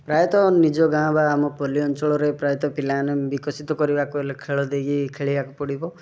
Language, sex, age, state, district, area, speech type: Odia, male, 18-30, Odisha, Rayagada, rural, spontaneous